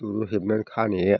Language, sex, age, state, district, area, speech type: Bodo, male, 60+, Assam, Chirang, rural, spontaneous